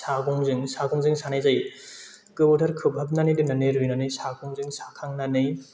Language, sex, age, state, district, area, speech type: Bodo, male, 30-45, Assam, Chirang, rural, spontaneous